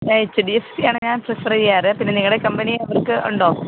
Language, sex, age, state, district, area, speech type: Malayalam, female, 30-45, Kerala, Alappuzha, rural, conversation